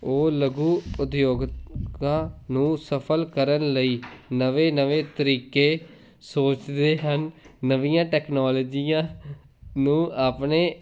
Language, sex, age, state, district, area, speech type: Punjabi, male, 18-30, Punjab, Jalandhar, urban, spontaneous